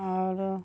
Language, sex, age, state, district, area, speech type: Maithili, female, 30-45, Bihar, Muzaffarpur, rural, spontaneous